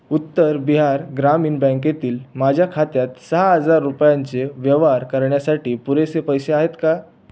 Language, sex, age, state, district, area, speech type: Marathi, male, 18-30, Maharashtra, Raigad, rural, read